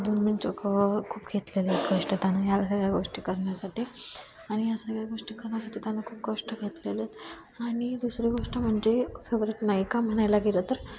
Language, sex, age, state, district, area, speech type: Marathi, female, 18-30, Maharashtra, Satara, rural, spontaneous